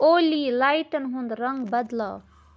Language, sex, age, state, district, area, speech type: Kashmiri, female, 18-30, Jammu and Kashmir, Budgam, rural, read